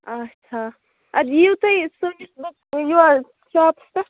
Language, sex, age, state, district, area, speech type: Kashmiri, female, 18-30, Jammu and Kashmir, Shopian, rural, conversation